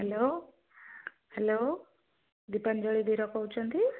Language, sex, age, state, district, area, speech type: Odia, female, 60+, Odisha, Jharsuguda, rural, conversation